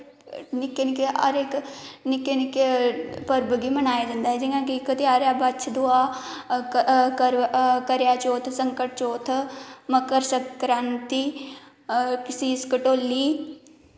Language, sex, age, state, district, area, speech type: Dogri, female, 18-30, Jammu and Kashmir, Kathua, rural, spontaneous